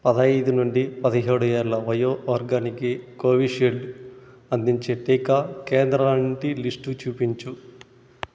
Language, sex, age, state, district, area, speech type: Telugu, male, 30-45, Andhra Pradesh, Sri Balaji, urban, read